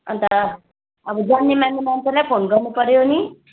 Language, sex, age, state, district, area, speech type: Nepali, female, 30-45, West Bengal, Jalpaiguri, rural, conversation